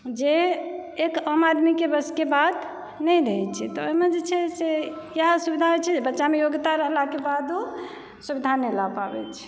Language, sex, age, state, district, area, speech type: Maithili, female, 30-45, Bihar, Saharsa, rural, spontaneous